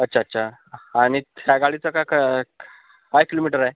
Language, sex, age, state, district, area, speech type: Marathi, male, 30-45, Maharashtra, Akola, rural, conversation